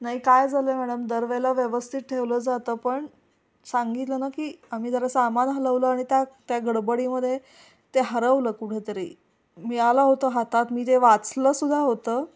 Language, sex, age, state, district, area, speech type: Marathi, female, 45-60, Maharashtra, Kolhapur, urban, spontaneous